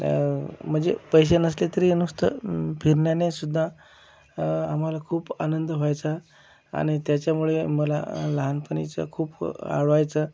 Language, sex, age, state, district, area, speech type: Marathi, male, 45-60, Maharashtra, Akola, rural, spontaneous